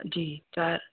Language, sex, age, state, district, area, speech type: Sindhi, female, 45-60, Uttar Pradesh, Lucknow, urban, conversation